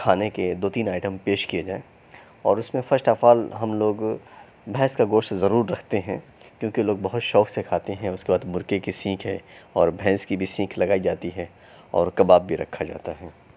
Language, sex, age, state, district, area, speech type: Urdu, male, 30-45, Uttar Pradesh, Mau, urban, spontaneous